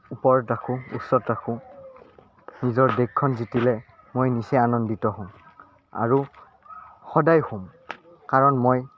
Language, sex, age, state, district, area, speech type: Assamese, male, 18-30, Assam, Udalguri, rural, spontaneous